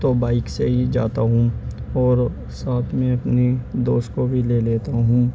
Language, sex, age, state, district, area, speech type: Urdu, male, 18-30, Delhi, East Delhi, urban, spontaneous